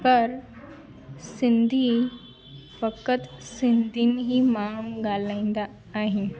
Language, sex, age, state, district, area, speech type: Sindhi, female, 18-30, Gujarat, Junagadh, urban, spontaneous